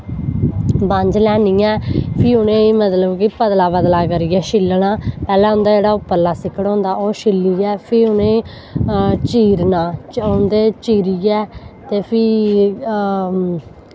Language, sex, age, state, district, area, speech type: Dogri, female, 18-30, Jammu and Kashmir, Samba, rural, spontaneous